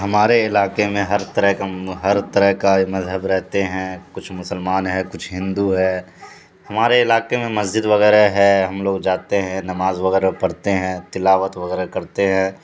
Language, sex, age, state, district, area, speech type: Urdu, male, 30-45, Bihar, Supaul, rural, spontaneous